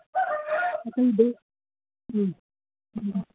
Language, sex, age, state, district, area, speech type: Manipuri, female, 45-60, Manipur, Imphal East, rural, conversation